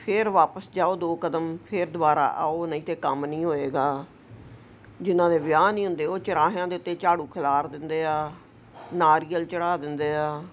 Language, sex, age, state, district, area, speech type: Punjabi, female, 60+, Punjab, Ludhiana, urban, spontaneous